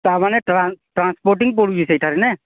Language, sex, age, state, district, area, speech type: Odia, male, 45-60, Odisha, Nuapada, urban, conversation